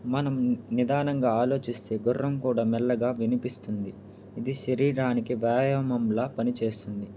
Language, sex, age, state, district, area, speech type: Telugu, male, 18-30, Andhra Pradesh, Nandyal, urban, spontaneous